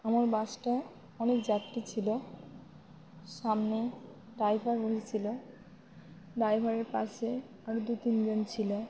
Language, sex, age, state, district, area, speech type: Bengali, female, 18-30, West Bengal, Birbhum, urban, spontaneous